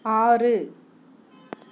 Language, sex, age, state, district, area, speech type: Tamil, female, 45-60, Tamil Nadu, Dharmapuri, rural, read